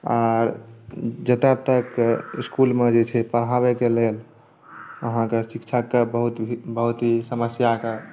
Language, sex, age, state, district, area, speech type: Maithili, male, 30-45, Bihar, Saharsa, urban, spontaneous